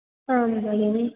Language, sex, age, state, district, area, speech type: Sanskrit, female, 18-30, Karnataka, Dakshina Kannada, rural, conversation